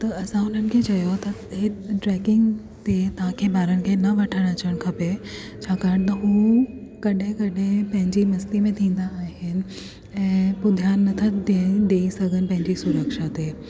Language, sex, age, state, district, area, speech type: Sindhi, female, 30-45, Delhi, South Delhi, urban, spontaneous